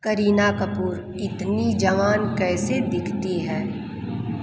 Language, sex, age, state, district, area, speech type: Hindi, female, 30-45, Uttar Pradesh, Mirzapur, rural, read